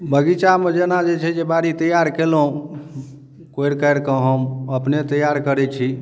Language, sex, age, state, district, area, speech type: Maithili, male, 30-45, Bihar, Darbhanga, urban, spontaneous